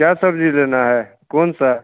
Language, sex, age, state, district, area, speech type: Hindi, male, 30-45, Bihar, Begusarai, rural, conversation